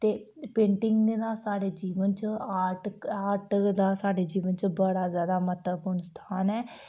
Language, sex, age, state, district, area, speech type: Dogri, female, 18-30, Jammu and Kashmir, Udhampur, rural, spontaneous